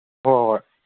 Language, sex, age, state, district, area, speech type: Manipuri, male, 18-30, Manipur, Kangpokpi, urban, conversation